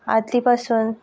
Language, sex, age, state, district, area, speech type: Goan Konkani, female, 18-30, Goa, Ponda, rural, spontaneous